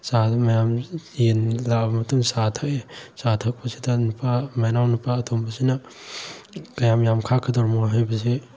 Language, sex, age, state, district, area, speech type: Manipuri, male, 18-30, Manipur, Bishnupur, rural, spontaneous